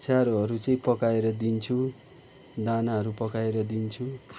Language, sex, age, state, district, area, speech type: Nepali, male, 45-60, West Bengal, Kalimpong, rural, spontaneous